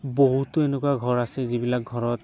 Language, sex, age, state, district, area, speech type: Assamese, male, 18-30, Assam, Barpeta, rural, spontaneous